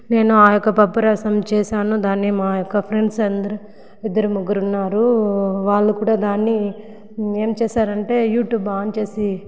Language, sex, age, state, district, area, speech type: Telugu, female, 45-60, Andhra Pradesh, Sri Balaji, urban, spontaneous